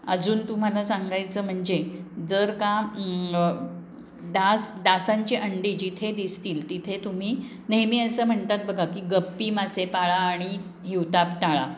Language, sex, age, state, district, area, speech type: Marathi, female, 60+, Maharashtra, Pune, urban, spontaneous